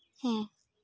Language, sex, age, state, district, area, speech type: Santali, female, 18-30, West Bengal, Jhargram, rural, spontaneous